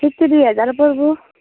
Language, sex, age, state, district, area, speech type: Assamese, female, 30-45, Assam, Darrang, rural, conversation